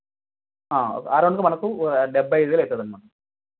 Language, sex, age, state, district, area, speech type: Telugu, male, 18-30, Andhra Pradesh, Sri Balaji, rural, conversation